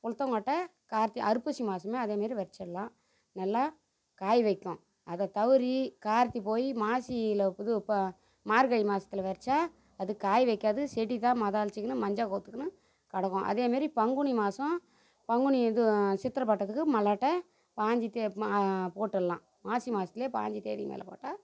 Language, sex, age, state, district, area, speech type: Tamil, female, 45-60, Tamil Nadu, Tiruvannamalai, rural, spontaneous